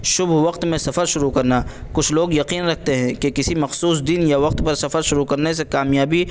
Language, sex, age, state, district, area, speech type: Urdu, male, 18-30, Uttar Pradesh, Saharanpur, urban, spontaneous